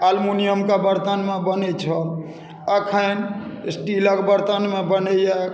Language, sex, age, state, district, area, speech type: Maithili, male, 60+, Bihar, Madhubani, rural, spontaneous